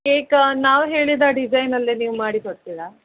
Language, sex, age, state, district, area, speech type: Kannada, female, 30-45, Karnataka, Udupi, rural, conversation